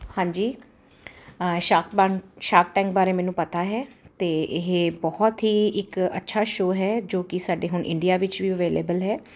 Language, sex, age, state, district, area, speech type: Punjabi, female, 45-60, Punjab, Ludhiana, urban, spontaneous